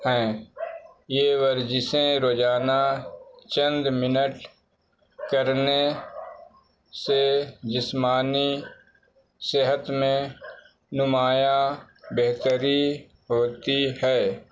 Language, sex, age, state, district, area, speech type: Urdu, male, 45-60, Bihar, Gaya, rural, spontaneous